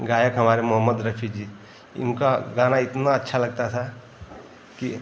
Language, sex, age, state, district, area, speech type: Hindi, male, 30-45, Uttar Pradesh, Ghazipur, urban, spontaneous